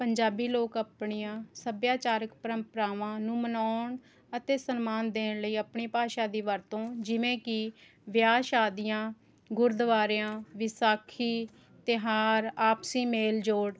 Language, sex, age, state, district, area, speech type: Punjabi, female, 30-45, Punjab, Rupnagar, rural, spontaneous